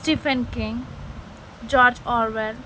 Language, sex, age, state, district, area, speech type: Telugu, female, 18-30, Telangana, Kamareddy, urban, spontaneous